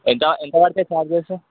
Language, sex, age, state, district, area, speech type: Telugu, male, 18-30, Telangana, Sangareddy, urban, conversation